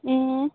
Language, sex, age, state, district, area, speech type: Nepali, female, 18-30, West Bengal, Kalimpong, rural, conversation